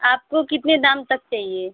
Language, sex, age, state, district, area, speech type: Hindi, female, 18-30, Uttar Pradesh, Mau, urban, conversation